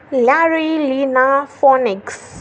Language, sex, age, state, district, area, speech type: Marathi, female, 18-30, Maharashtra, Amravati, urban, spontaneous